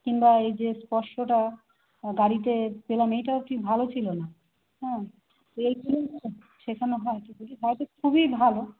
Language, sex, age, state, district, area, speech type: Bengali, female, 30-45, West Bengal, Howrah, urban, conversation